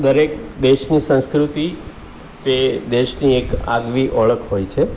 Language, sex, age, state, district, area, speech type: Gujarati, male, 45-60, Gujarat, Surat, urban, spontaneous